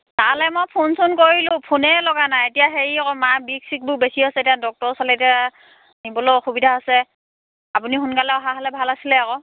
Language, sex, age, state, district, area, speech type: Assamese, female, 60+, Assam, Dhemaji, rural, conversation